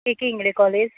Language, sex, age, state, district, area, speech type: Marathi, female, 18-30, Maharashtra, Gondia, rural, conversation